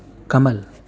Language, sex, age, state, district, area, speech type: Urdu, male, 30-45, Uttar Pradesh, Gautam Buddha Nagar, urban, spontaneous